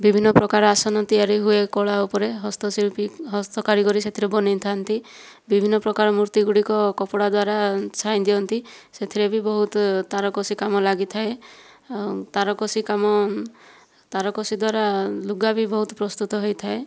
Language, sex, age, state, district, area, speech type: Odia, female, 60+, Odisha, Kandhamal, rural, spontaneous